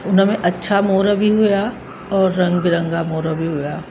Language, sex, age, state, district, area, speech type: Sindhi, female, 45-60, Uttar Pradesh, Lucknow, urban, spontaneous